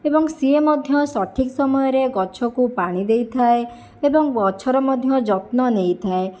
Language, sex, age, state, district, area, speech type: Odia, female, 60+, Odisha, Jajpur, rural, spontaneous